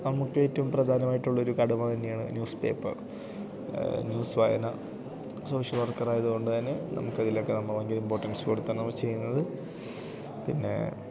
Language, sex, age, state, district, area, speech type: Malayalam, male, 18-30, Kerala, Idukki, rural, spontaneous